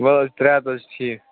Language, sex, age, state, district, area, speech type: Kashmiri, male, 18-30, Jammu and Kashmir, Bandipora, rural, conversation